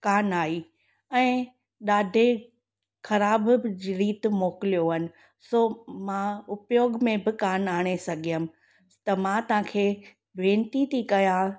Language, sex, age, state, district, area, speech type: Sindhi, female, 30-45, Gujarat, Junagadh, rural, spontaneous